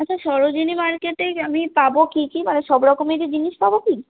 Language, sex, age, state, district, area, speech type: Bengali, female, 18-30, West Bengal, Kolkata, urban, conversation